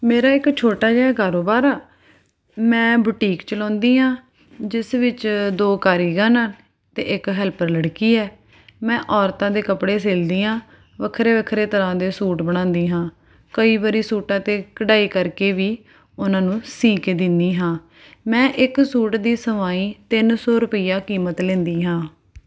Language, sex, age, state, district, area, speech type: Punjabi, female, 30-45, Punjab, Tarn Taran, urban, spontaneous